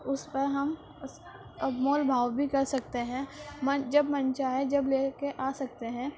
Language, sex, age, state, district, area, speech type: Urdu, female, 18-30, Uttar Pradesh, Gautam Buddha Nagar, rural, spontaneous